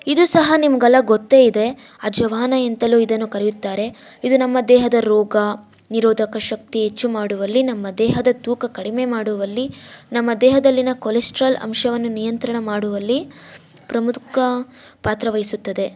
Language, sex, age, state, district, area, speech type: Kannada, female, 18-30, Karnataka, Kolar, rural, spontaneous